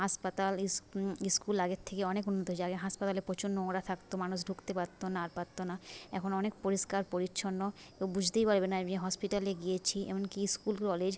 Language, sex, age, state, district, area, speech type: Bengali, female, 30-45, West Bengal, Jhargram, rural, spontaneous